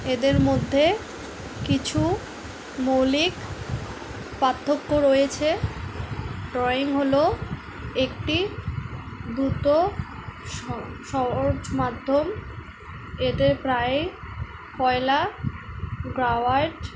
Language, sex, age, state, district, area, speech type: Bengali, female, 18-30, West Bengal, Alipurduar, rural, spontaneous